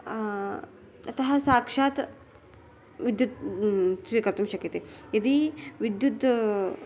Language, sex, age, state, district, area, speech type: Sanskrit, female, 18-30, Karnataka, Belgaum, rural, spontaneous